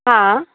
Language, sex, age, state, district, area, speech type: Sindhi, female, 30-45, Rajasthan, Ajmer, urban, conversation